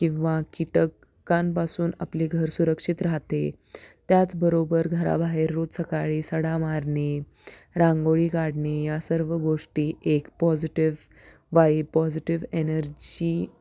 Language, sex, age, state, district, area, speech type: Marathi, female, 18-30, Maharashtra, Osmanabad, rural, spontaneous